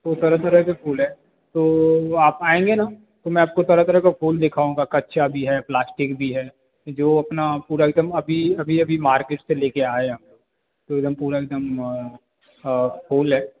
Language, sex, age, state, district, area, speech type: Hindi, male, 30-45, Bihar, Darbhanga, rural, conversation